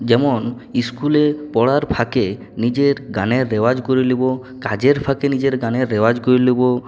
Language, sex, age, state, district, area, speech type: Bengali, male, 45-60, West Bengal, Purulia, urban, spontaneous